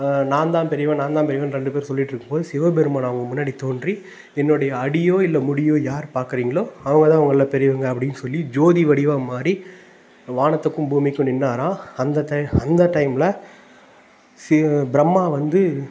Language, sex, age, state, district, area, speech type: Tamil, male, 18-30, Tamil Nadu, Tiruvannamalai, urban, spontaneous